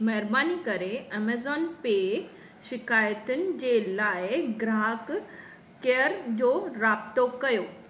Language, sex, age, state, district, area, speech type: Sindhi, female, 30-45, Maharashtra, Mumbai Suburban, urban, read